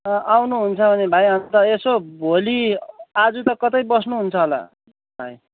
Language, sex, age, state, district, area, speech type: Nepali, male, 30-45, West Bengal, Kalimpong, rural, conversation